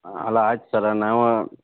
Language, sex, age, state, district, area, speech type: Kannada, male, 30-45, Karnataka, Bagalkot, rural, conversation